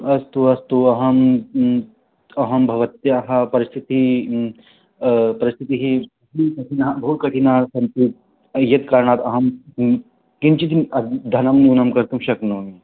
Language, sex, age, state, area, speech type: Sanskrit, male, 18-30, Haryana, rural, conversation